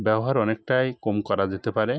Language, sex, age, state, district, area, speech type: Bengali, male, 45-60, West Bengal, Hooghly, urban, spontaneous